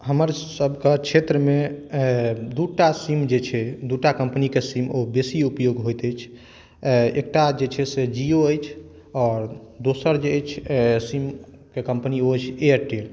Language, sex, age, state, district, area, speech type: Maithili, male, 45-60, Bihar, Madhubani, urban, spontaneous